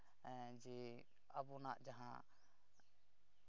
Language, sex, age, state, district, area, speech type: Santali, male, 18-30, West Bengal, Jhargram, rural, spontaneous